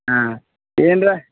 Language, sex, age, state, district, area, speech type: Kannada, male, 60+, Karnataka, Bidar, urban, conversation